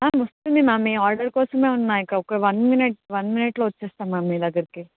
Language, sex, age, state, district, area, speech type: Telugu, female, 18-30, Telangana, Karimnagar, urban, conversation